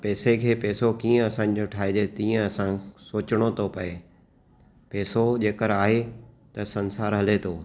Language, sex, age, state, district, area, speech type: Sindhi, male, 45-60, Maharashtra, Thane, urban, spontaneous